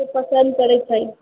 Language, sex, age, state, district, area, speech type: Maithili, female, 45-60, Bihar, Sitamarhi, urban, conversation